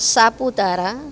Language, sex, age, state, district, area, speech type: Gujarati, female, 45-60, Gujarat, Amreli, urban, spontaneous